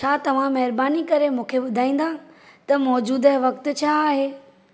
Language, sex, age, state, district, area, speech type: Sindhi, female, 30-45, Maharashtra, Thane, urban, read